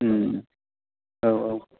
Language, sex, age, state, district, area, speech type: Bodo, male, 30-45, Assam, Chirang, rural, conversation